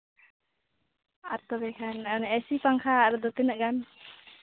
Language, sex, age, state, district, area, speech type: Santali, female, 18-30, Jharkhand, East Singhbhum, rural, conversation